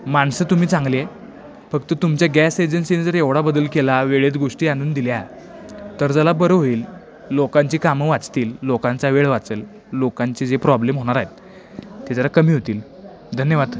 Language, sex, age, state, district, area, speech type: Marathi, male, 18-30, Maharashtra, Sangli, urban, spontaneous